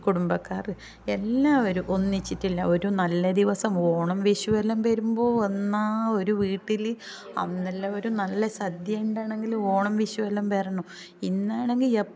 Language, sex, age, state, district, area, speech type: Malayalam, female, 45-60, Kerala, Kasaragod, rural, spontaneous